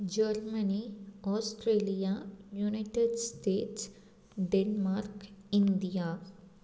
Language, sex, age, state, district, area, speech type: Tamil, female, 30-45, Tamil Nadu, Tiruppur, urban, spontaneous